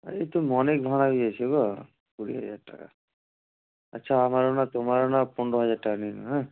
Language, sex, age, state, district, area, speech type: Bengali, male, 18-30, West Bengal, Murshidabad, urban, conversation